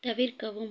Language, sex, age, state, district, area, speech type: Tamil, female, 18-30, Tamil Nadu, Madurai, rural, read